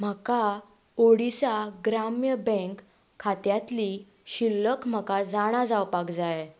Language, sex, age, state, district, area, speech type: Goan Konkani, female, 18-30, Goa, Tiswadi, rural, read